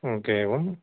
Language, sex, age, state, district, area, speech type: Sanskrit, male, 18-30, Karnataka, Uttara Kannada, rural, conversation